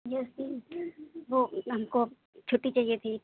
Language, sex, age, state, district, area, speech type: Urdu, female, 18-30, Uttar Pradesh, Mau, urban, conversation